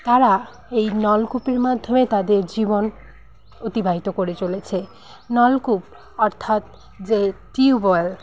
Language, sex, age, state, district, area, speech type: Bengali, female, 30-45, West Bengal, Paschim Medinipur, rural, spontaneous